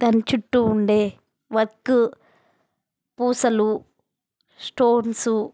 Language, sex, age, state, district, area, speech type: Telugu, female, 18-30, Andhra Pradesh, Chittoor, rural, spontaneous